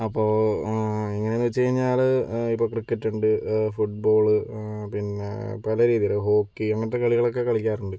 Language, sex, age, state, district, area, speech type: Malayalam, male, 18-30, Kerala, Kozhikode, urban, spontaneous